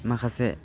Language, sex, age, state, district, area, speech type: Bodo, male, 18-30, Assam, Baksa, rural, spontaneous